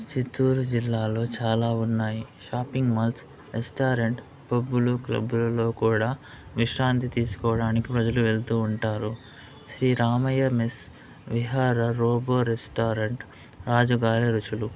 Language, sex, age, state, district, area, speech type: Telugu, male, 18-30, Andhra Pradesh, Chittoor, urban, spontaneous